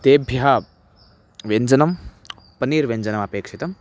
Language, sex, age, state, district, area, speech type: Sanskrit, male, 18-30, Karnataka, Chitradurga, urban, spontaneous